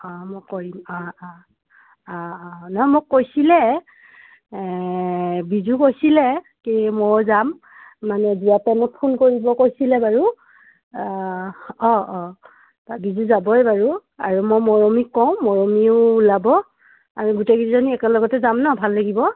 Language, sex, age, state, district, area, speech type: Assamese, female, 30-45, Assam, Udalguri, rural, conversation